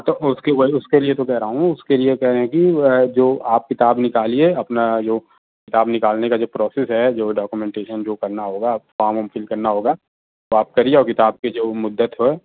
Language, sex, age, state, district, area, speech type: Urdu, male, 30-45, Uttar Pradesh, Azamgarh, rural, conversation